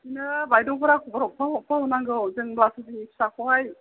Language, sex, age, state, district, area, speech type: Bodo, female, 45-60, Assam, Chirang, urban, conversation